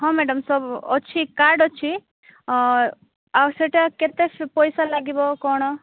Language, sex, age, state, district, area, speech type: Odia, female, 18-30, Odisha, Nabarangpur, urban, conversation